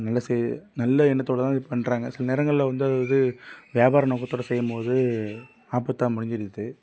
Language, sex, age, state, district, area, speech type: Tamil, male, 18-30, Tamil Nadu, Tiruppur, rural, spontaneous